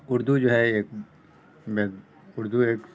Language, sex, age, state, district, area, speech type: Urdu, male, 60+, Bihar, Khagaria, rural, spontaneous